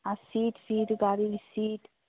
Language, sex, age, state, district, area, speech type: Bengali, female, 45-60, West Bengal, Purba Medinipur, rural, conversation